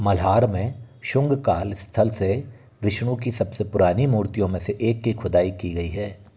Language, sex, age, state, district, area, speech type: Hindi, male, 60+, Madhya Pradesh, Bhopal, urban, read